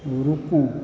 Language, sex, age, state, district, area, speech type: Maithili, male, 45-60, Bihar, Supaul, rural, read